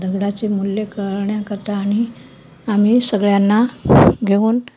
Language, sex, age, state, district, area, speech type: Marathi, female, 60+, Maharashtra, Nanded, rural, spontaneous